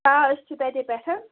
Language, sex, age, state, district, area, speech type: Kashmiri, female, 18-30, Jammu and Kashmir, Bandipora, rural, conversation